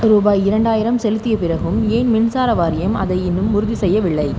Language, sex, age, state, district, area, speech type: Tamil, female, 18-30, Tamil Nadu, Pudukkottai, urban, read